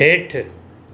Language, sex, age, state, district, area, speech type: Sindhi, male, 60+, Maharashtra, Mumbai Suburban, urban, read